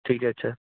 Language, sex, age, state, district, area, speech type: Hindi, male, 18-30, Uttar Pradesh, Varanasi, rural, conversation